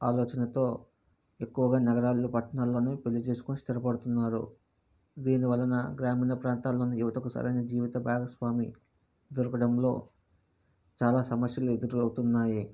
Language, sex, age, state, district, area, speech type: Telugu, male, 60+, Andhra Pradesh, Vizianagaram, rural, spontaneous